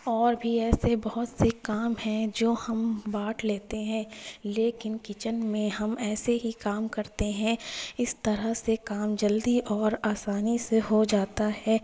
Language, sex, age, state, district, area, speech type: Urdu, female, 30-45, Uttar Pradesh, Lucknow, rural, spontaneous